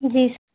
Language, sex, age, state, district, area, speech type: Hindi, female, 18-30, Madhya Pradesh, Gwalior, urban, conversation